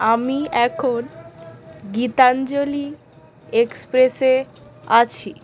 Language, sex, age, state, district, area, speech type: Bengali, female, 18-30, West Bengal, Howrah, urban, spontaneous